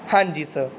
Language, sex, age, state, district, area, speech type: Punjabi, male, 18-30, Punjab, Mansa, rural, spontaneous